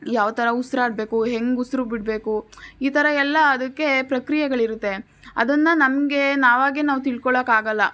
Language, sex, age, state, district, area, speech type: Kannada, female, 18-30, Karnataka, Tumkur, urban, spontaneous